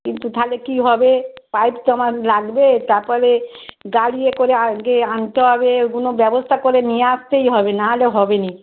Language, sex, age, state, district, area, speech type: Bengali, female, 45-60, West Bengal, Darjeeling, rural, conversation